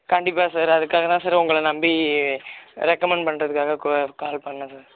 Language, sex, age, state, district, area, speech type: Tamil, male, 18-30, Tamil Nadu, Tiruvallur, rural, conversation